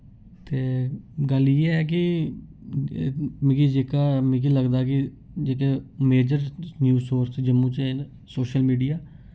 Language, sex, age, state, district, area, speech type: Dogri, male, 18-30, Jammu and Kashmir, Reasi, urban, spontaneous